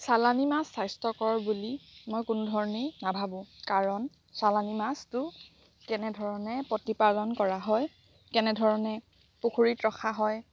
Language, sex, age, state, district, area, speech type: Assamese, female, 30-45, Assam, Golaghat, urban, spontaneous